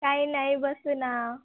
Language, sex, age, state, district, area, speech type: Marathi, female, 18-30, Maharashtra, Wardha, rural, conversation